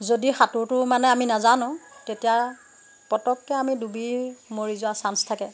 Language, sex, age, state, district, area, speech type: Assamese, female, 45-60, Assam, Jorhat, urban, spontaneous